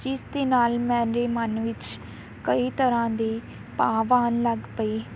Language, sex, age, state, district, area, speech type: Punjabi, female, 18-30, Punjab, Fazilka, rural, spontaneous